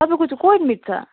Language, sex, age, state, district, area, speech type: Nepali, female, 18-30, West Bengal, Jalpaiguri, urban, conversation